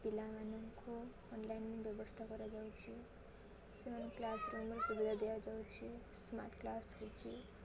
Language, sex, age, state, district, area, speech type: Odia, female, 18-30, Odisha, Koraput, urban, spontaneous